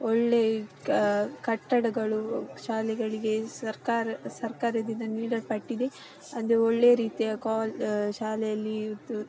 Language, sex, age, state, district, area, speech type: Kannada, female, 18-30, Karnataka, Udupi, rural, spontaneous